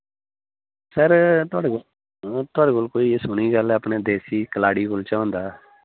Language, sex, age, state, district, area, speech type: Dogri, male, 30-45, Jammu and Kashmir, Reasi, urban, conversation